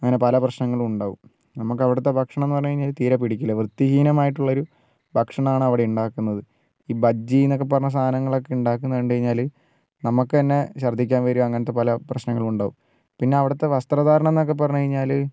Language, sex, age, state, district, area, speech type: Malayalam, male, 60+, Kerala, Wayanad, rural, spontaneous